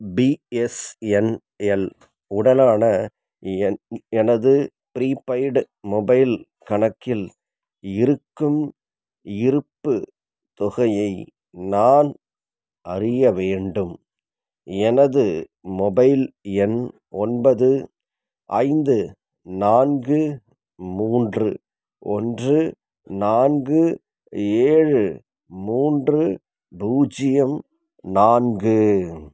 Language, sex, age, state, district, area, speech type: Tamil, male, 30-45, Tamil Nadu, Salem, rural, read